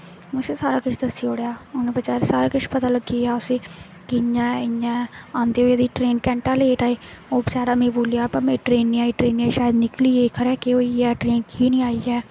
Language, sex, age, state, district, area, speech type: Dogri, female, 18-30, Jammu and Kashmir, Jammu, rural, spontaneous